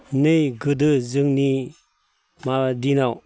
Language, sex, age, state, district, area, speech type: Bodo, male, 60+, Assam, Baksa, rural, spontaneous